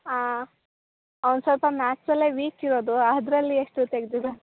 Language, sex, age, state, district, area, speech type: Kannada, female, 18-30, Karnataka, Chikkamagaluru, urban, conversation